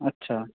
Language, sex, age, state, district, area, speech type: Bengali, male, 18-30, West Bengal, Jhargram, rural, conversation